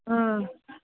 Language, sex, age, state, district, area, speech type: Kannada, female, 18-30, Karnataka, Mandya, rural, conversation